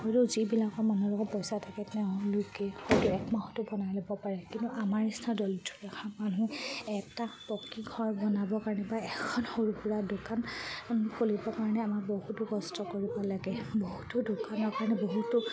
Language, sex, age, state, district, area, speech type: Assamese, female, 45-60, Assam, Charaideo, rural, spontaneous